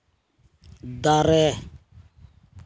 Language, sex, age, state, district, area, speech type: Santali, male, 45-60, West Bengal, Purulia, rural, read